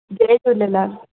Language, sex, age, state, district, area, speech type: Sindhi, female, 45-60, Gujarat, Surat, urban, conversation